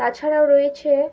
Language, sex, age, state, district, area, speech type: Bengali, female, 18-30, West Bengal, Malda, urban, spontaneous